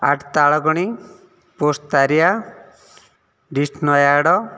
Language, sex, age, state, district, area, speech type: Odia, male, 30-45, Odisha, Nayagarh, rural, spontaneous